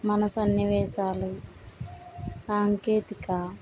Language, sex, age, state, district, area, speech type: Telugu, female, 30-45, Andhra Pradesh, N T Rama Rao, urban, spontaneous